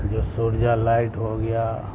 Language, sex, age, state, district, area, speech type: Urdu, male, 60+, Bihar, Supaul, rural, spontaneous